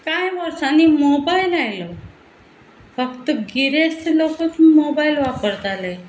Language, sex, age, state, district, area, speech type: Goan Konkani, female, 45-60, Goa, Quepem, rural, spontaneous